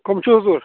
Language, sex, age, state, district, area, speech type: Kashmiri, male, 45-60, Jammu and Kashmir, Budgam, rural, conversation